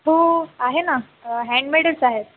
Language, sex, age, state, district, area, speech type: Marathi, female, 18-30, Maharashtra, Nanded, rural, conversation